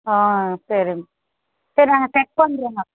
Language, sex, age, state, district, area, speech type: Tamil, female, 30-45, Tamil Nadu, Tirupattur, rural, conversation